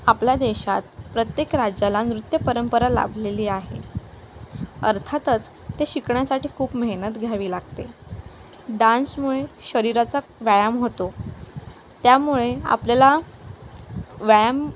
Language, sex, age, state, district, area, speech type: Marathi, female, 18-30, Maharashtra, Palghar, rural, spontaneous